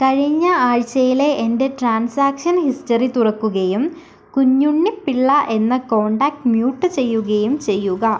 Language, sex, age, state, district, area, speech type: Malayalam, female, 18-30, Kerala, Kozhikode, rural, read